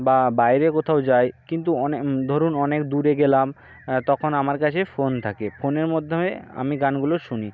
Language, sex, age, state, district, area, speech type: Bengali, male, 60+, West Bengal, Nadia, rural, spontaneous